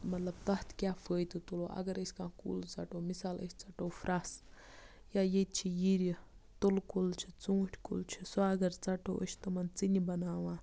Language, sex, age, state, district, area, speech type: Kashmiri, female, 30-45, Jammu and Kashmir, Budgam, rural, spontaneous